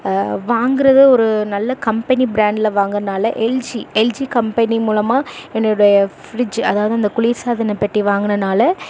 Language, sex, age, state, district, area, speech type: Tamil, female, 18-30, Tamil Nadu, Dharmapuri, urban, spontaneous